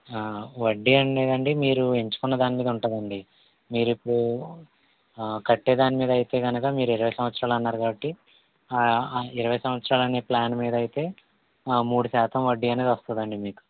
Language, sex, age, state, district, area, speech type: Telugu, male, 18-30, Andhra Pradesh, West Godavari, rural, conversation